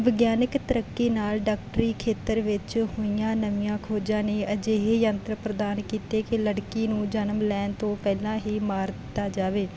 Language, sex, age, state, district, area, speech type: Punjabi, female, 18-30, Punjab, Bathinda, rural, spontaneous